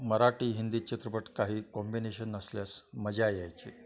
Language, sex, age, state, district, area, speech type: Marathi, male, 60+, Maharashtra, Kolhapur, urban, spontaneous